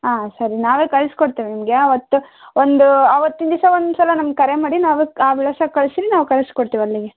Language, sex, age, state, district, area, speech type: Kannada, female, 18-30, Karnataka, Davanagere, rural, conversation